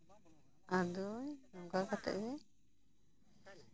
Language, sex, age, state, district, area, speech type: Santali, female, 45-60, West Bengal, Bankura, rural, spontaneous